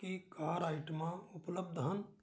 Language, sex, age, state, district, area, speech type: Punjabi, male, 60+, Punjab, Amritsar, urban, read